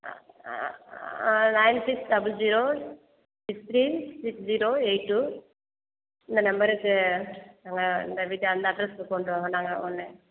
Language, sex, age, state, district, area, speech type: Tamil, female, 45-60, Tamil Nadu, Cuddalore, rural, conversation